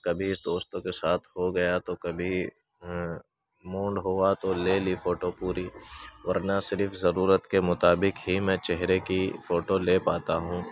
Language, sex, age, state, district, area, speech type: Urdu, male, 30-45, Uttar Pradesh, Ghaziabad, rural, spontaneous